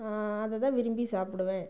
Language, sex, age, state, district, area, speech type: Tamil, female, 45-60, Tamil Nadu, Namakkal, rural, spontaneous